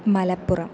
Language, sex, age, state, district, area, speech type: Sanskrit, female, 18-30, Kerala, Thrissur, urban, spontaneous